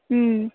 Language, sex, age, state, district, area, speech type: Kannada, female, 18-30, Karnataka, Mandya, rural, conversation